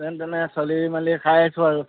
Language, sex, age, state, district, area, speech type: Assamese, male, 30-45, Assam, Dhemaji, rural, conversation